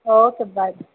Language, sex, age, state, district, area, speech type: Dogri, female, 18-30, Jammu and Kashmir, Kathua, rural, conversation